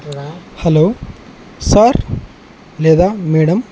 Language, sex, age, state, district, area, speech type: Telugu, male, 18-30, Andhra Pradesh, Nandyal, urban, spontaneous